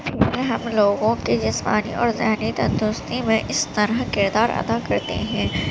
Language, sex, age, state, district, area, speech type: Urdu, female, 18-30, Uttar Pradesh, Gautam Buddha Nagar, urban, spontaneous